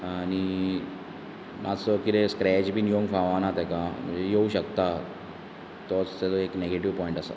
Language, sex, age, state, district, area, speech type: Goan Konkani, male, 30-45, Goa, Bardez, urban, spontaneous